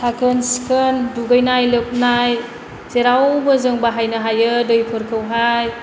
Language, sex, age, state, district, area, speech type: Bodo, female, 30-45, Assam, Chirang, rural, spontaneous